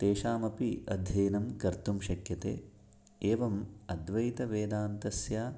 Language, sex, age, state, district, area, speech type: Sanskrit, male, 30-45, Karnataka, Chikkamagaluru, rural, spontaneous